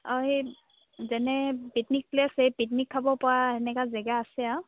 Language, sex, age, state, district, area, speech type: Assamese, female, 30-45, Assam, Dibrugarh, rural, conversation